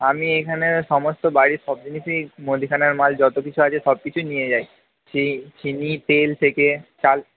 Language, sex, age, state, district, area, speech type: Bengali, male, 30-45, West Bengal, Purba Bardhaman, urban, conversation